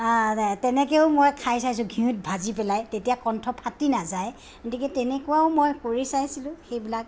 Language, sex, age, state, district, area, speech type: Assamese, female, 45-60, Assam, Kamrup Metropolitan, urban, spontaneous